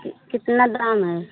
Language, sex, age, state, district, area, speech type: Hindi, female, 45-60, Uttar Pradesh, Mau, rural, conversation